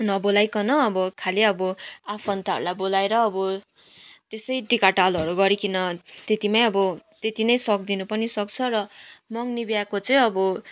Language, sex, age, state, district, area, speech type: Nepali, female, 18-30, West Bengal, Kalimpong, rural, spontaneous